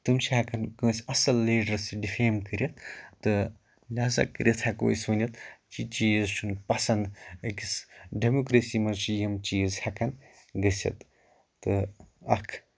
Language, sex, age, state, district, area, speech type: Kashmiri, male, 30-45, Jammu and Kashmir, Anantnag, rural, spontaneous